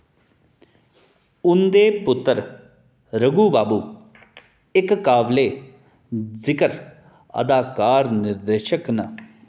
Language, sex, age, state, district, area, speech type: Dogri, male, 30-45, Jammu and Kashmir, Reasi, urban, read